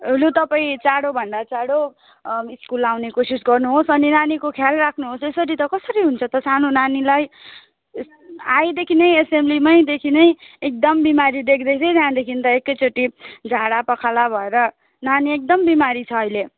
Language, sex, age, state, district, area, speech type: Nepali, female, 30-45, West Bengal, Kalimpong, rural, conversation